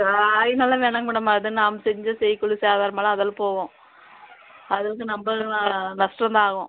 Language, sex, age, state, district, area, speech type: Tamil, female, 30-45, Tamil Nadu, Tirupattur, rural, conversation